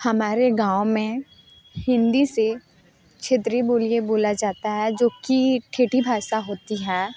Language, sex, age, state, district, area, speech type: Hindi, female, 30-45, Uttar Pradesh, Mirzapur, rural, spontaneous